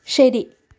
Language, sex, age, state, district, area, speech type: Malayalam, female, 18-30, Kerala, Kasaragod, rural, read